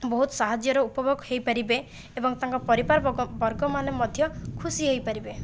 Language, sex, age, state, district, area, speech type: Odia, female, 30-45, Odisha, Jajpur, rural, spontaneous